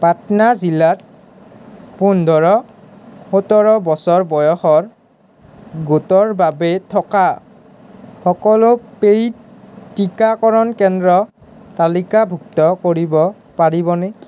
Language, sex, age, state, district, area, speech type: Assamese, male, 18-30, Assam, Nalbari, rural, read